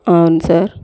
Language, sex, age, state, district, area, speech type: Telugu, female, 30-45, Andhra Pradesh, Bapatla, urban, spontaneous